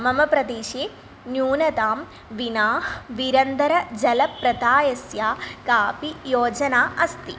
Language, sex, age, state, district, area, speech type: Sanskrit, female, 18-30, Kerala, Thrissur, rural, spontaneous